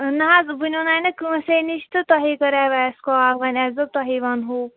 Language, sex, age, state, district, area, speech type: Kashmiri, female, 30-45, Jammu and Kashmir, Shopian, urban, conversation